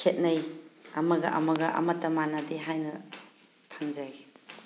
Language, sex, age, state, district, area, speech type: Manipuri, female, 45-60, Manipur, Thoubal, rural, spontaneous